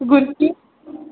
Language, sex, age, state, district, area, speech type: Odia, female, 30-45, Odisha, Balangir, urban, conversation